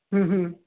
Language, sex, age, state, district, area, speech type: Punjabi, male, 18-30, Punjab, Muktsar, urban, conversation